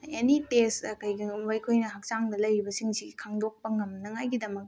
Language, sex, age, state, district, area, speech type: Manipuri, female, 18-30, Manipur, Bishnupur, rural, spontaneous